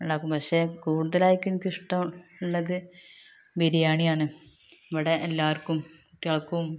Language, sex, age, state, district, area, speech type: Malayalam, female, 30-45, Kerala, Malappuram, rural, spontaneous